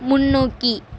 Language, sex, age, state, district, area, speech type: Tamil, female, 18-30, Tamil Nadu, Thoothukudi, rural, read